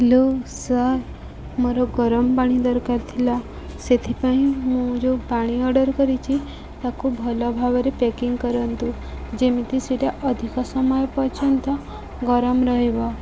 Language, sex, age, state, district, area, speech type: Odia, female, 30-45, Odisha, Subarnapur, urban, spontaneous